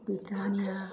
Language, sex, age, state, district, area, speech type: Manipuri, female, 45-60, Manipur, Churachandpur, urban, read